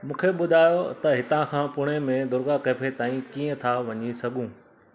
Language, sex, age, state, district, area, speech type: Sindhi, male, 45-60, Gujarat, Surat, urban, read